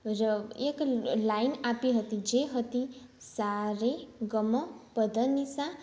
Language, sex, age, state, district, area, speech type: Gujarati, female, 18-30, Gujarat, Mehsana, rural, spontaneous